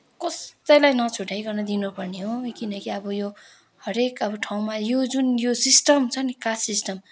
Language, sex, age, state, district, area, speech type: Nepali, female, 18-30, West Bengal, Kalimpong, rural, spontaneous